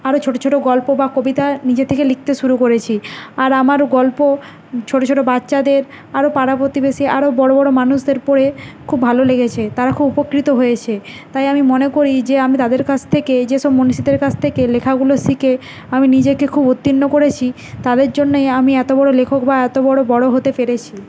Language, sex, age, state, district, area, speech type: Bengali, female, 30-45, West Bengal, Nadia, urban, spontaneous